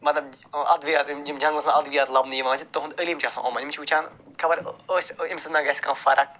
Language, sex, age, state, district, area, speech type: Kashmiri, male, 45-60, Jammu and Kashmir, Budgam, rural, spontaneous